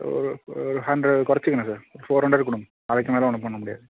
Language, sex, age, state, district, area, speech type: Tamil, male, 18-30, Tamil Nadu, Thanjavur, rural, conversation